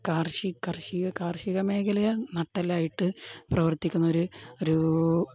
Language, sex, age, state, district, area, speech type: Malayalam, male, 18-30, Kerala, Kozhikode, rural, spontaneous